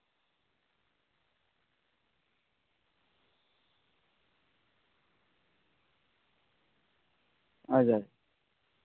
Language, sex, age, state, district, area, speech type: Santali, male, 30-45, West Bengal, Jhargram, rural, conversation